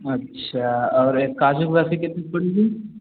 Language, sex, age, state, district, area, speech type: Hindi, male, 18-30, Uttar Pradesh, Azamgarh, rural, conversation